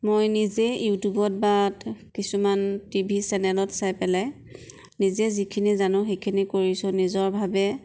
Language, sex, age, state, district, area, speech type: Assamese, female, 30-45, Assam, Nagaon, rural, spontaneous